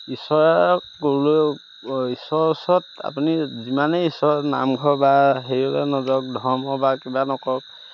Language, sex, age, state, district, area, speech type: Assamese, male, 30-45, Assam, Majuli, urban, spontaneous